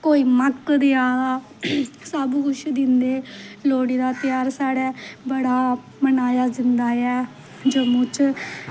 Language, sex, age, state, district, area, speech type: Dogri, female, 30-45, Jammu and Kashmir, Samba, rural, spontaneous